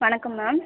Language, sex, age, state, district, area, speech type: Tamil, female, 30-45, Tamil Nadu, Ariyalur, rural, conversation